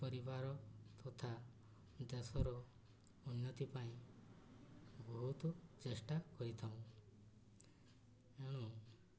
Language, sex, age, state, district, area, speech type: Odia, male, 60+, Odisha, Mayurbhanj, rural, spontaneous